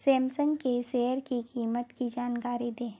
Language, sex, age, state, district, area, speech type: Hindi, female, 30-45, Madhya Pradesh, Bhopal, urban, read